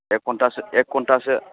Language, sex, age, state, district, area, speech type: Bodo, male, 30-45, Assam, Chirang, rural, conversation